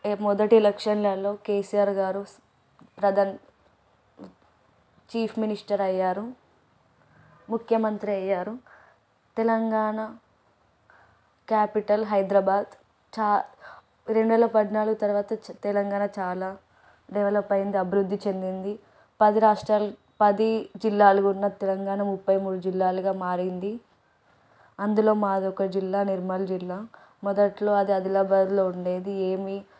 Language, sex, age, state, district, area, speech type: Telugu, female, 18-30, Telangana, Nirmal, rural, spontaneous